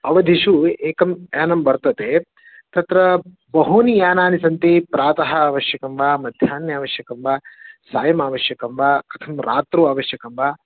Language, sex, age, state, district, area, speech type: Sanskrit, male, 45-60, Karnataka, Shimoga, rural, conversation